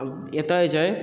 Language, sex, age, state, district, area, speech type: Maithili, male, 18-30, Bihar, Purnia, rural, spontaneous